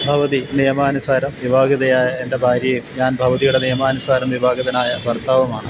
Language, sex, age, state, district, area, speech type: Malayalam, male, 45-60, Kerala, Alappuzha, rural, read